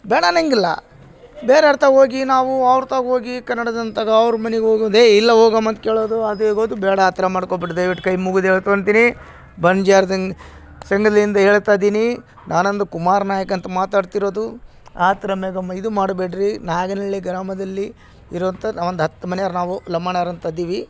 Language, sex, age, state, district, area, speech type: Kannada, male, 45-60, Karnataka, Vijayanagara, rural, spontaneous